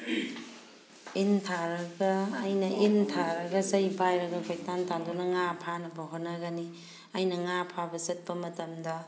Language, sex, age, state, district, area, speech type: Manipuri, female, 45-60, Manipur, Thoubal, rural, spontaneous